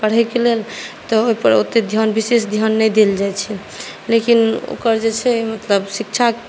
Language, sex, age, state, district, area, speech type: Maithili, female, 18-30, Bihar, Saharsa, urban, spontaneous